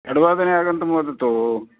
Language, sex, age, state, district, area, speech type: Sanskrit, male, 60+, Karnataka, Dakshina Kannada, rural, conversation